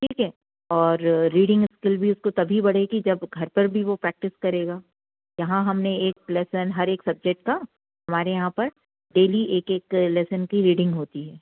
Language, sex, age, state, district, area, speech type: Hindi, female, 45-60, Madhya Pradesh, Jabalpur, urban, conversation